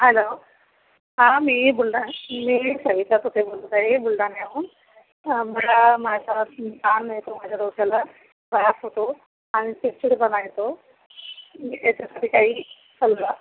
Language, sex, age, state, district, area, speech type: Marathi, female, 45-60, Maharashtra, Buldhana, rural, conversation